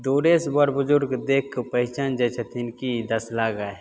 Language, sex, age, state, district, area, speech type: Maithili, male, 18-30, Bihar, Begusarai, rural, spontaneous